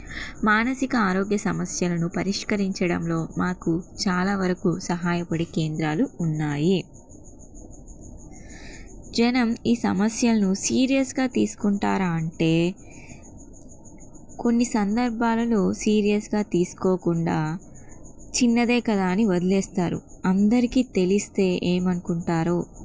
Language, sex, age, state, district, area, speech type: Telugu, female, 30-45, Telangana, Jagtial, urban, spontaneous